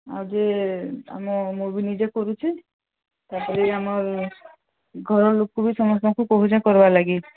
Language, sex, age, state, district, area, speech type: Odia, female, 30-45, Odisha, Sambalpur, rural, conversation